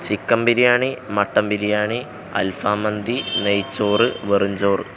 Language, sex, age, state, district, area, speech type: Malayalam, male, 18-30, Kerala, Palakkad, rural, spontaneous